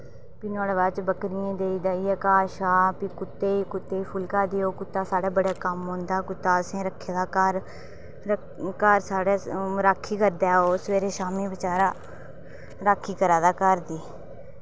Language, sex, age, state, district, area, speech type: Dogri, female, 30-45, Jammu and Kashmir, Reasi, rural, spontaneous